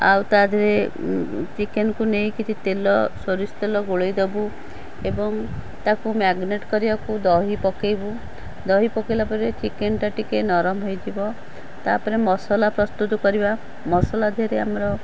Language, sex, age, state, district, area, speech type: Odia, female, 45-60, Odisha, Cuttack, urban, spontaneous